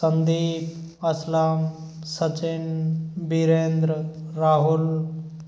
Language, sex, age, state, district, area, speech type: Hindi, male, 18-30, Rajasthan, Bharatpur, rural, spontaneous